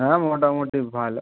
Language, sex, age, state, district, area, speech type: Bengali, male, 18-30, West Bengal, Howrah, urban, conversation